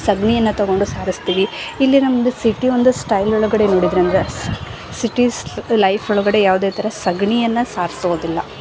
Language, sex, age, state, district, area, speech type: Kannada, female, 18-30, Karnataka, Gadag, rural, spontaneous